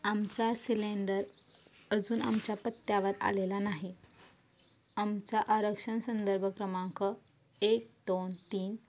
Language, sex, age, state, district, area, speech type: Marathi, female, 18-30, Maharashtra, Satara, urban, spontaneous